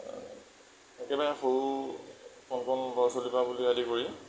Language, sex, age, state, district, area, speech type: Assamese, male, 30-45, Assam, Lakhimpur, rural, spontaneous